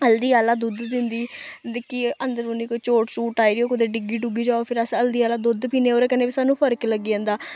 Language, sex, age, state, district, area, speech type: Dogri, female, 18-30, Jammu and Kashmir, Samba, rural, spontaneous